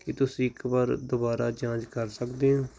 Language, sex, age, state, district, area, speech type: Punjabi, male, 30-45, Punjab, Hoshiarpur, rural, spontaneous